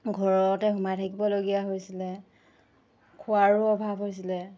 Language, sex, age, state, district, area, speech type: Assamese, female, 30-45, Assam, Golaghat, urban, spontaneous